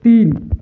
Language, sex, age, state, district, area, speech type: Hindi, male, 18-30, Uttar Pradesh, Ghazipur, rural, read